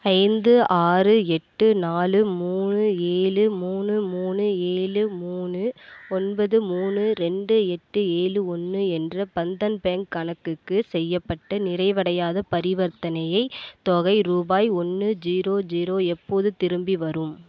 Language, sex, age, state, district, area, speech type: Tamil, female, 18-30, Tamil Nadu, Nagapattinam, rural, read